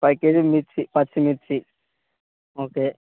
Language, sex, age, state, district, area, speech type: Telugu, male, 18-30, Telangana, Mancherial, rural, conversation